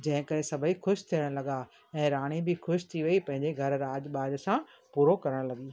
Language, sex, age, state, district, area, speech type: Sindhi, female, 60+, Maharashtra, Thane, urban, spontaneous